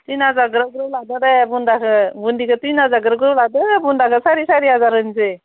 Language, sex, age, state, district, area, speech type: Bodo, female, 30-45, Assam, Udalguri, urban, conversation